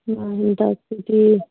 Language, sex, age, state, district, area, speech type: Manipuri, female, 18-30, Manipur, Kangpokpi, urban, conversation